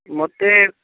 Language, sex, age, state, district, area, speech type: Odia, male, 45-60, Odisha, Bhadrak, rural, conversation